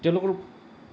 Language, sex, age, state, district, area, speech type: Assamese, male, 45-60, Assam, Goalpara, urban, spontaneous